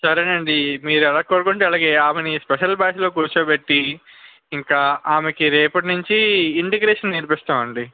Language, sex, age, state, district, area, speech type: Telugu, male, 18-30, Andhra Pradesh, Visakhapatnam, urban, conversation